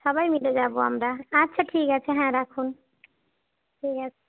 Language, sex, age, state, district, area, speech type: Bengali, female, 30-45, West Bengal, Jhargram, rural, conversation